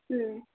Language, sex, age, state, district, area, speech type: Kannada, female, 18-30, Karnataka, Chitradurga, rural, conversation